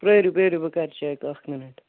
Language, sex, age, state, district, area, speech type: Kashmiri, male, 18-30, Jammu and Kashmir, Kupwara, rural, conversation